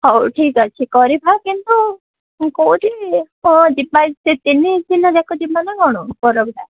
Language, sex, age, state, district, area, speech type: Odia, male, 18-30, Odisha, Koraput, urban, conversation